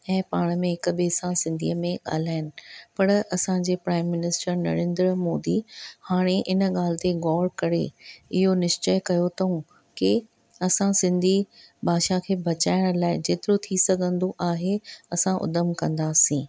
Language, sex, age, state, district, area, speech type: Sindhi, female, 45-60, Maharashtra, Thane, urban, spontaneous